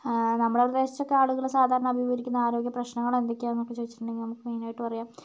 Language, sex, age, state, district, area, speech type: Malayalam, female, 45-60, Kerala, Kozhikode, urban, spontaneous